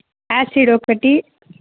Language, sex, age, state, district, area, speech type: Telugu, female, 18-30, Andhra Pradesh, Sri Balaji, urban, conversation